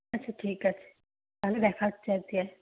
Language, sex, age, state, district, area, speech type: Bengali, female, 18-30, West Bengal, Nadia, rural, conversation